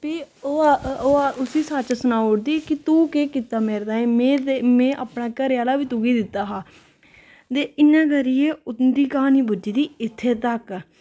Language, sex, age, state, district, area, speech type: Dogri, female, 18-30, Jammu and Kashmir, Reasi, rural, spontaneous